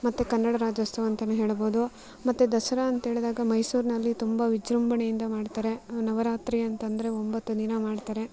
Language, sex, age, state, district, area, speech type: Kannada, female, 30-45, Karnataka, Kolar, rural, spontaneous